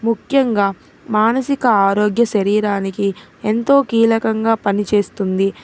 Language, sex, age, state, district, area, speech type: Telugu, female, 18-30, Andhra Pradesh, Nellore, rural, spontaneous